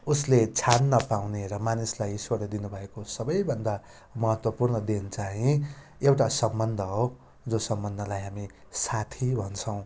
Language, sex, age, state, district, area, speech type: Nepali, male, 30-45, West Bengal, Darjeeling, rural, spontaneous